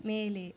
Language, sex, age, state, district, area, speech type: Tamil, female, 18-30, Tamil Nadu, Sivaganga, rural, read